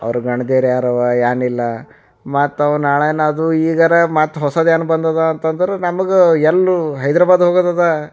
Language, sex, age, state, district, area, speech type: Kannada, male, 30-45, Karnataka, Bidar, urban, spontaneous